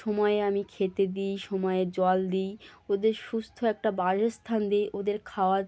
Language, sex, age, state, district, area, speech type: Bengali, female, 18-30, West Bengal, North 24 Parganas, rural, spontaneous